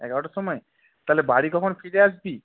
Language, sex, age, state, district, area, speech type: Bengali, male, 45-60, West Bengal, Purulia, urban, conversation